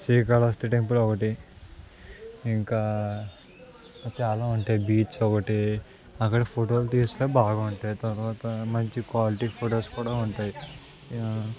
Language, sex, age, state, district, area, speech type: Telugu, male, 18-30, Andhra Pradesh, Anakapalli, rural, spontaneous